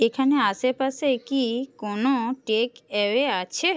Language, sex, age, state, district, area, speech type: Bengali, female, 60+, West Bengal, Paschim Medinipur, rural, read